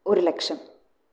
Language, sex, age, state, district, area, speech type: Malayalam, female, 18-30, Kerala, Thrissur, rural, spontaneous